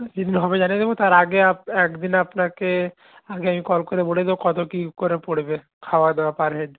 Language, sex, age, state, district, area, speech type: Bengali, male, 45-60, West Bengal, Nadia, rural, conversation